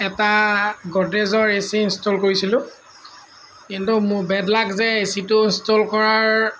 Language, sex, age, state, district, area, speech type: Assamese, male, 30-45, Assam, Lakhimpur, rural, spontaneous